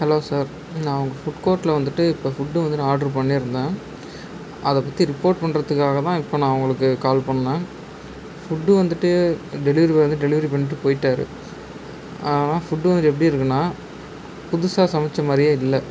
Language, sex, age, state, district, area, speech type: Tamil, male, 30-45, Tamil Nadu, Ariyalur, rural, spontaneous